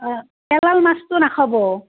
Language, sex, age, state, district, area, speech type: Assamese, female, 60+, Assam, Barpeta, rural, conversation